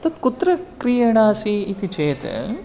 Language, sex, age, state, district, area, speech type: Sanskrit, male, 18-30, Karnataka, Bangalore Rural, rural, spontaneous